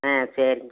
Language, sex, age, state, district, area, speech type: Tamil, female, 60+, Tamil Nadu, Tiruchirappalli, rural, conversation